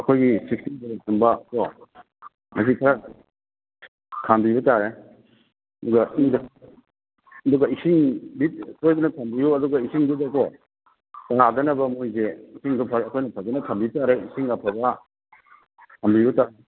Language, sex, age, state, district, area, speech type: Manipuri, male, 60+, Manipur, Imphal East, rural, conversation